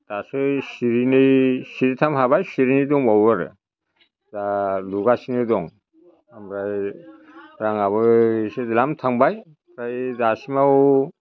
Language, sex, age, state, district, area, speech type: Bodo, male, 60+, Assam, Chirang, rural, spontaneous